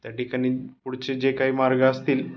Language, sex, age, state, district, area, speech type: Marathi, male, 30-45, Maharashtra, Osmanabad, rural, spontaneous